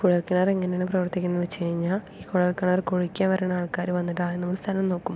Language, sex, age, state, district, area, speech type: Malayalam, female, 18-30, Kerala, Palakkad, rural, spontaneous